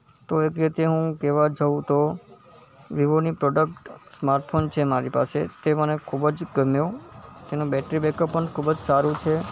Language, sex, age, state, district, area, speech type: Gujarati, male, 18-30, Gujarat, Kutch, urban, spontaneous